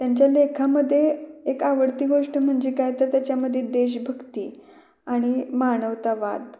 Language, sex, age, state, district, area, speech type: Marathi, female, 18-30, Maharashtra, Kolhapur, urban, spontaneous